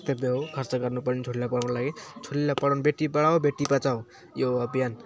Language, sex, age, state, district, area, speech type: Nepali, male, 18-30, West Bengal, Alipurduar, urban, spontaneous